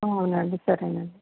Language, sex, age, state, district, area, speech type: Telugu, female, 45-60, Andhra Pradesh, East Godavari, rural, conversation